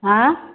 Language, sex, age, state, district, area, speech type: Assamese, female, 60+, Assam, Barpeta, rural, conversation